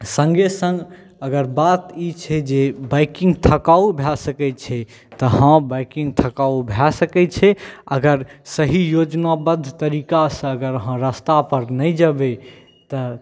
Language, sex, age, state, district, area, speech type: Maithili, male, 18-30, Bihar, Saharsa, rural, spontaneous